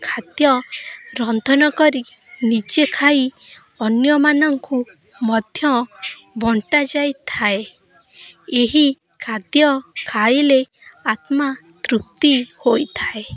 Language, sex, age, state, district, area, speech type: Odia, female, 18-30, Odisha, Kendrapara, urban, spontaneous